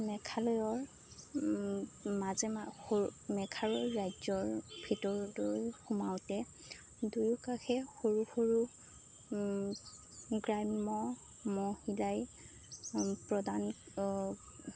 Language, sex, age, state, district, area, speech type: Assamese, female, 30-45, Assam, Nagaon, rural, spontaneous